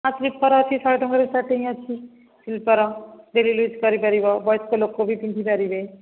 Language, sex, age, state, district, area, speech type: Odia, female, 30-45, Odisha, Khordha, rural, conversation